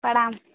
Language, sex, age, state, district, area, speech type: Hindi, female, 18-30, Uttar Pradesh, Chandauli, rural, conversation